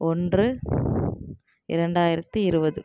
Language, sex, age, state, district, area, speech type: Tamil, female, 30-45, Tamil Nadu, Tiruvarur, rural, spontaneous